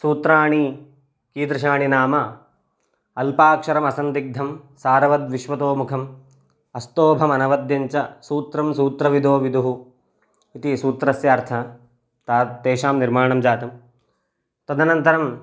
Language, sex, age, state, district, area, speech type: Sanskrit, male, 18-30, Karnataka, Chitradurga, rural, spontaneous